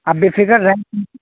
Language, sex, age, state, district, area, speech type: Urdu, male, 18-30, Uttar Pradesh, Saharanpur, urban, conversation